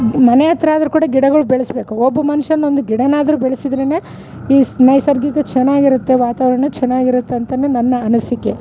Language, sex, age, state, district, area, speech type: Kannada, female, 45-60, Karnataka, Bellary, rural, spontaneous